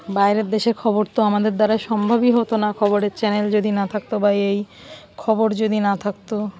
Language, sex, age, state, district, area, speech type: Bengali, female, 45-60, West Bengal, Darjeeling, urban, spontaneous